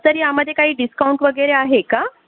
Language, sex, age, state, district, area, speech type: Marathi, female, 30-45, Maharashtra, Yavatmal, rural, conversation